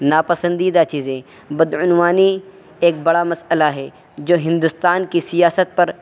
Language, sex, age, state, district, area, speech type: Urdu, male, 18-30, Uttar Pradesh, Saharanpur, urban, spontaneous